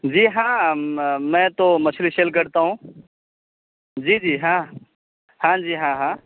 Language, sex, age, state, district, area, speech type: Urdu, male, 30-45, Bihar, Khagaria, rural, conversation